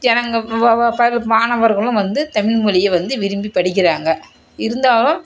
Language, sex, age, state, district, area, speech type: Tamil, female, 60+, Tamil Nadu, Dharmapuri, urban, spontaneous